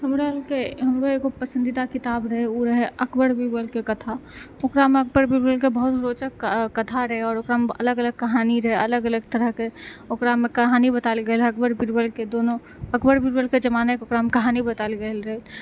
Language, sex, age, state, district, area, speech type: Maithili, female, 18-30, Bihar, Purnia, rural, spontaneous